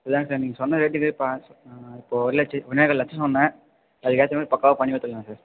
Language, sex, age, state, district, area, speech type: Tamil, male, 18-30, Tamil Nadu, Ranipet, urban, conversation